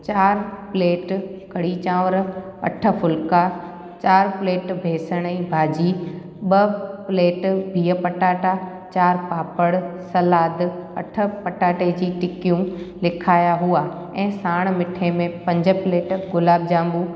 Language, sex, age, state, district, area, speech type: Sindhi, female, 18-30, Gujarat, Junagadh, urban, spontaneous